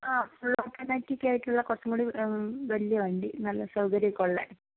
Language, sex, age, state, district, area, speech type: Malayalam, female, 45-60, Kerala, Kozhikode, urban, conversation